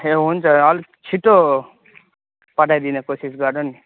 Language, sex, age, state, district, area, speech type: Nepali, male, 18-30, West Bengal, Kalimpong, rural, conversation